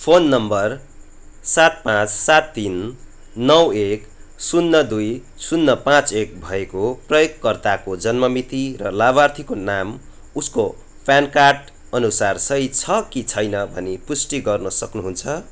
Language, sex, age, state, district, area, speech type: Nepali, male, 18-30, West Bengal, Darjeeling, rural, read